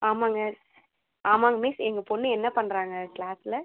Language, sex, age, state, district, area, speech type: Tamil, female, 30-45, Tamil Nadu, Dharmapuri, rural, conversation